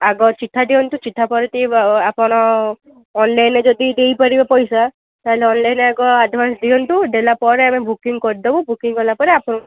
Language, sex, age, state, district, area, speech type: Odia, female, 18-30, Odisha, Rayagada, rural, conversation